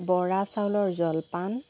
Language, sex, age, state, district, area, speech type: Assamese, female, 30-45, Assam, Golaghat, rural, spontaneous